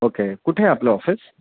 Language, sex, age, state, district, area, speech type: Marathi, male, 30-45, Maharashtra, Thane, urban, conversation